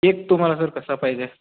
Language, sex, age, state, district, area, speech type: Marathi, male, 18-30, Maharashtra, Osmanabad, rural, conversation